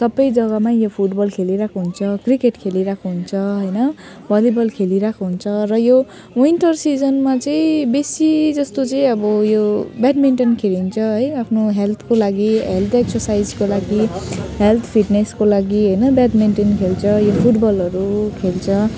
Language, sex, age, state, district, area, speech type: Nepali, female, 30-45, West Bengal, Jalpaiguri, urban, spontaneous